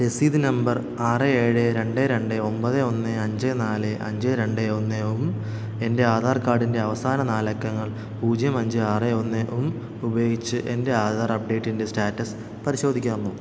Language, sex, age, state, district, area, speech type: Malayalam, male, 18-30, Kerala, Thiruvananthapuram, rural, read